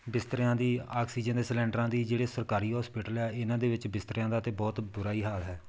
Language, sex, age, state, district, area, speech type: Punjabi, male, 30-45, Punjab, Tarn Taran, rural, spontaneous